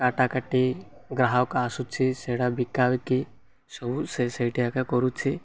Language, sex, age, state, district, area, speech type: Odia, male, 18-30, Odisha, Malkangiri, urban, spontaneous